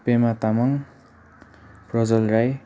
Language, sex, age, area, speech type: Nepali, male, 18-30, rural, spontaneous